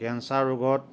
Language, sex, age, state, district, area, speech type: Assamese, male, 45-60, Assam, Lakhimpur, rural, spontaneous